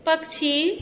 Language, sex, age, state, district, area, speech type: Maithili, female, 30-45, Bihar, Madhubani, urban, read